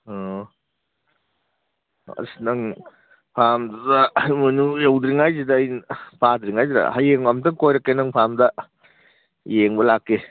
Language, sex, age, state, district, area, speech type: Manipuri, male, 45-60, Manipur, Kangpokpi, urban, conversation